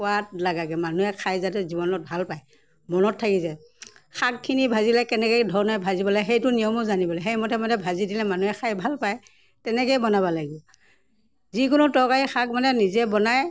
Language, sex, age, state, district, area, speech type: Assamese, female, 60+, Assam, Morigaon, rural, spontaneous